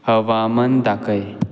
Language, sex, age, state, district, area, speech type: Goan Konkani, male, 18-30, Goa, Quepem, rural, read